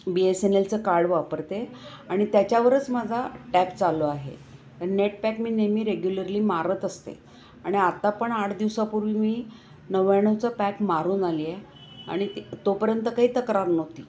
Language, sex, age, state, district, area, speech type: Marathi, female, 60+, Maharashtra, Kolhapur, urban, spontaneous